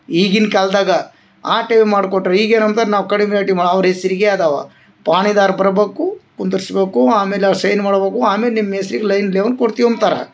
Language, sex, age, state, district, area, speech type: Kannada, male, 45-60, Karnataka, Vijayanagara, rural, spontaneous